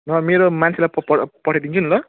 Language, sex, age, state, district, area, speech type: Nepali, male, 30-45, West Bengal, Jalpaiguri, rural, conversation